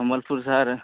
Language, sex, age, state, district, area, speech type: Odia, male, 30-45, Odisha, Sambalpur, rural, conversation